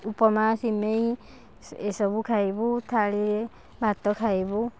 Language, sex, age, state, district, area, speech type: Odia, female, 60+, Odisha, Kendujhar, urban, spontaneous